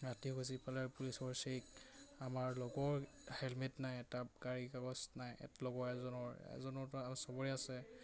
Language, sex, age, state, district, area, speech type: Assamese, male, 18-30, Assam, Majuli, urban, spontaneous